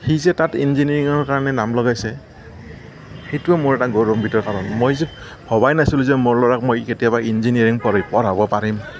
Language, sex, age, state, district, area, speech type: Assamese, male, 60+, Assam, Morigaon, rural, spontaneous